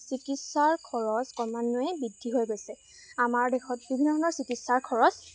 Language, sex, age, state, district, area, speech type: Assamese, female, 18-30, Assam, Lakhimpur, rural, spontaneous